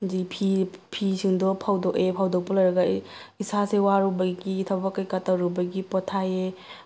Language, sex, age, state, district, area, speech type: Manipuri, female, 30-45, Manipur, Tengnoupal, rural, spontaneous